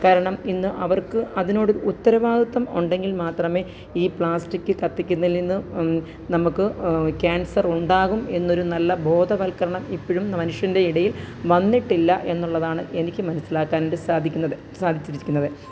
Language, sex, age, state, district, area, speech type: Malayalam, female, 45-60, Kerala, Kottayam, rural, spontaneous